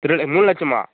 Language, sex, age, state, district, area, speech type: Tamil, female, 18-30, Tamil Nadu, Dharmapuri, urban, conversation